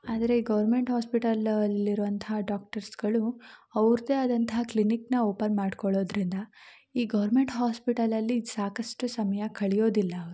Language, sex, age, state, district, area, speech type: Kannada, female, 18-30, Karnataka, Chikkamagaluru, rural, spontaneous